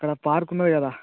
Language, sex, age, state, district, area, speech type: Telugu, male, 18-30, Telangana, Mancherial, rural, conversation